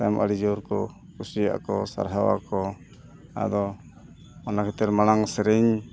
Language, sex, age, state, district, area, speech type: Santali, male, 45-60, Odisha, Mayurbhanj, rural, spontaneous